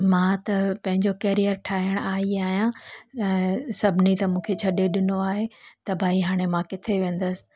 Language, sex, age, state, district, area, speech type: Sindhi, female, 45-60, Gujarat, Junagadh, urban, spontaneous